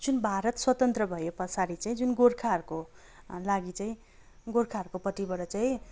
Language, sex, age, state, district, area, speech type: Nepali, female, 60+, West Bengal, Kalimpong, rural, spontaneous